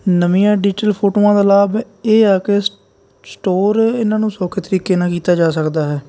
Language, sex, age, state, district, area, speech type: Punjabi, male, 18-30, Punjab, Faridkot, rural, spontaneous